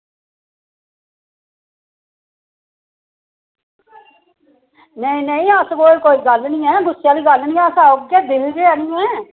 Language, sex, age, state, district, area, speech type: Dogri, female, 45-60, Jammu and Kashmir, Samba, rural, conversation